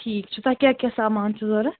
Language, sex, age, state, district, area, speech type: Kashmiri, female, 18-30, Jammu and Kashmir, Srinagar, urban, conversation